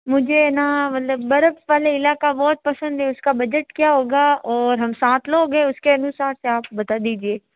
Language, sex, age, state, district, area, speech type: Hindi, female, 45-60, Rajasthan, Jodhpur, urban, conversation